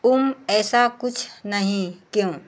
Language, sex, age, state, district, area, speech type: Hindi, female, 30-45, Uttar Pradesh, Azamgarh, rural, read